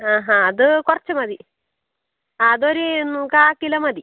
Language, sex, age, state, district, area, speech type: Malayalam, female, 30-45, Kerala, Kasaragod, rural, conversation